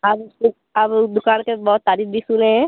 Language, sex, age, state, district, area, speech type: Hindi, female, 18-30, Uttar Pradesh, Azamgarh, rural, conversation